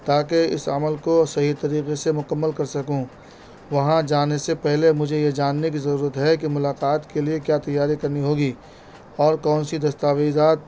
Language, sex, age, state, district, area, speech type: Urdu, male, 30-45, Delhi, North East Delhi, urban, spontaneous